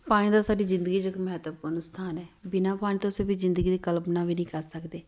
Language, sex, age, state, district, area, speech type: Punjabi, female, 30-45, Punjab, Tarn Taran, urban, spontaneous